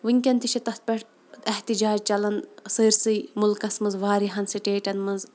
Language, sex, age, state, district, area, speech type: Kashmiri, female, 45-60, Jammu and Kashmir, Shopian, urban, spontaneous